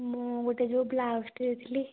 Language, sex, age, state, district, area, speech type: Odia, female, 18-30, Odisha, Nayagarh, rural, conversation